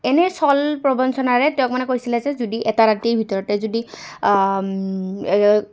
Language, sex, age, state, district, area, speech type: Assamese, female, 18-30, Assam, Goalpara, urban, spontaneous